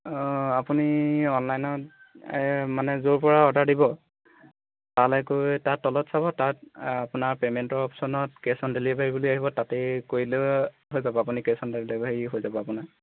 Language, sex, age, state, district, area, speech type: Assamese, male, 18-30, Assam, Golaghat, rural, conversation